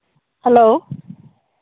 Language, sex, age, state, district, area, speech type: Santali, female, 30-45, West Bengal, Birbhum, rural, conversation